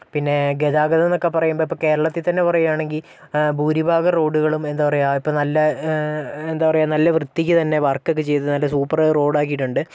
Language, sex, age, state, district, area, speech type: Malayalam, male, 18-30, Kerala, Wayanad, rural, spontaneous